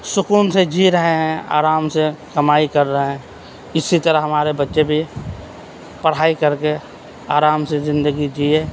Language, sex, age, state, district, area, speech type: Urdu, male, 30-45, Uttar Pradesh, Gautam Buddha Nagar, urban, spontaneous